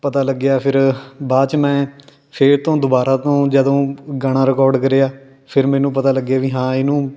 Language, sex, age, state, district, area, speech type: Punjabi, male, 18-30, Punjab, Fatehgarh Sahib, urban, spontaneous